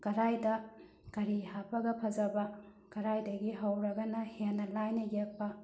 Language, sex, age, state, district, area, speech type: Manipuri, female, 30-45, Manipur, Bishnupur, rural, spontaneous